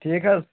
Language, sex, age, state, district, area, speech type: Kashmiri, male, 18-30, Jammu and Kashmir, Pulwama, urban, conversation